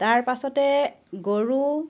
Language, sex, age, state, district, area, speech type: Assamese, female, 45-60, Assam, Lakhimpur, rural, spontaneous